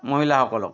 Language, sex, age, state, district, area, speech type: Assamese, male, 60+, Assam, Dhemaji, rural, spontaneous